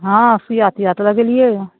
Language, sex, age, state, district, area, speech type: Maithili, female, 60+, Bihar, Araria, rural, conversation